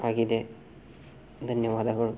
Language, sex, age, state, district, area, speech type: Kannada, male, 18-30, Karnataka, Tumkur, rural, spontaneous